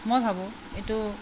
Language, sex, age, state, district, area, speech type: Assamese, female, 60+, Assam, Charaideo, urban, spontaneous